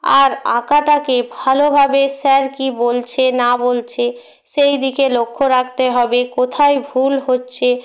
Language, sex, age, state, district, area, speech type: Bengali, female, 18-30, West Bengal, Purba Medinipur, rural, spontaneous